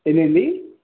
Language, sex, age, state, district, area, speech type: Telugu, male, 18-30, Telangana, Nizamabad, urban, conversation